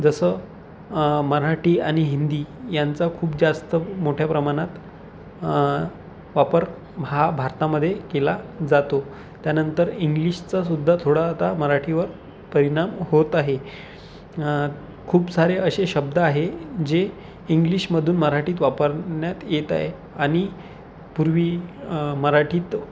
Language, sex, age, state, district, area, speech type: Marathi, male, 18-30, Maharashtra, Amravati, urban, spontaneous